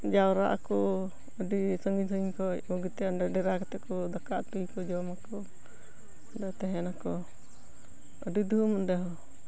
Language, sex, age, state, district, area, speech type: Santali, female, 45-60, West Bengal, Purba Bardhaman, rural, spontaneous